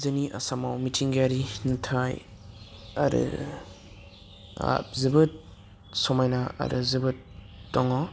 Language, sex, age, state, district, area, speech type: Bodo, male, 18-30, Assam, Udalguri, urban, spontaneous